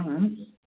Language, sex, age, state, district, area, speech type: Hindi, male, 30-45, Uttar Pradesh, Mau, rural, conversation